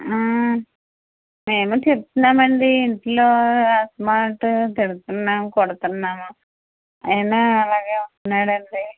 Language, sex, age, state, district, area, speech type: Telugu, female, 45-60, Andhra Pradesh, West Godavari, rural, conversation